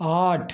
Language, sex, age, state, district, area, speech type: Hindi, male, 30-45, Uttar Pradesh, Jaunpur, rural, read